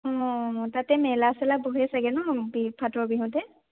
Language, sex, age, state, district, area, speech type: Assamese, female, 18-30, Assam, Lakhimpur, rural, conversation